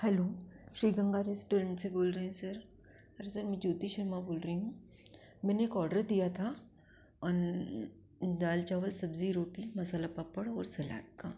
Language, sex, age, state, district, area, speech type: Hindi, female, 30-45, Madhya Pradesh, Ujjain, urban, spontaneous